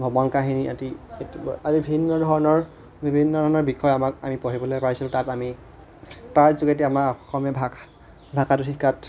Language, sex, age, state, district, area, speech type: Assamese, male, 30-45, Assam, Majuli, urban, spontaneous